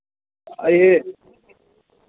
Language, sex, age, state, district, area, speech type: Hindi, male, 18-30, Bihar, Vaishali, rural, conversation